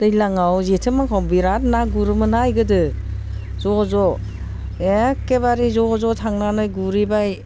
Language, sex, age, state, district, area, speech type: Bodo, female, 60+, Assam, Baksa, urban, spontaneous